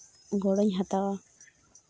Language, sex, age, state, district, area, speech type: Santali, female, 18-30, West Bengal, Uttar Dinajpur, rural, spontaneous